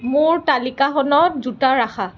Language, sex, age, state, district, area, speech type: Assamese, female, 30-45, Assam, Kamrup Metropolitan, urban, read